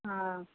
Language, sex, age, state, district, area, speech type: Maithili, female, 18-30, Bihar, Madhepura, rural, conversation